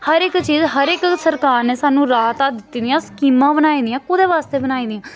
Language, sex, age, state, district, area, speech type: Dogri, female, 18-30, Jammu and Kashmir, Samba, urban, spontaneous